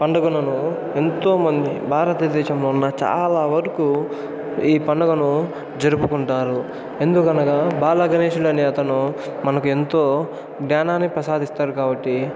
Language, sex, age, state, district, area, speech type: Telugu, male, 18-30, Andhra Pradesh, Chittoor, rural, spontaneous